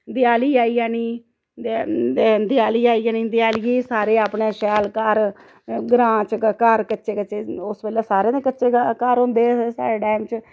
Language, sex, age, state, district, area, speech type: Dogri, female, 45-60, Jammu and Kashmir, Reasi, rural, spontaneous